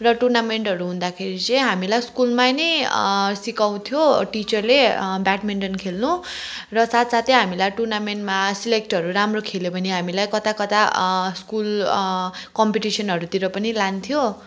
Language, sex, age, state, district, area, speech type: Nepali, female, 30-45, West Bengal, Kalimpong, rural, spontaneous